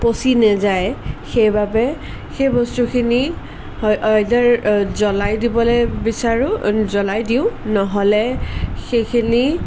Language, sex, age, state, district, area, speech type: Assamese, female, 18-30, Assam, Sonitpur, rural, spontaneous